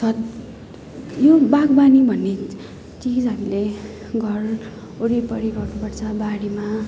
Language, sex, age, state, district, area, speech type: Nepali, female, 18-30, West Bengal, Jalpaiguri, rural, spontaneous